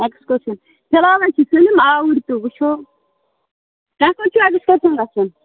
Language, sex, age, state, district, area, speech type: Kashmiri, female, 30-45, Jammu and Kashmir, Bandipora, rural, conversation